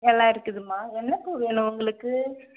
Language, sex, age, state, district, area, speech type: Tamil, female, 60+, Tamil Nadu, Mayiladuthurai, rural, conversation